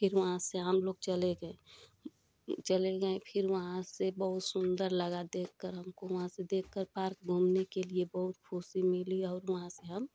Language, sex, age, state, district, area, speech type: Hindi, female, 30-45, Uttar Pradesh, Ghazipur, rural, spontaneous